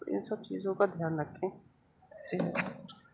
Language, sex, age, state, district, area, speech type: Urdu, male, 18-30, Uttar Pradesh, Gautam Buddha Nagar, rural, spontaneous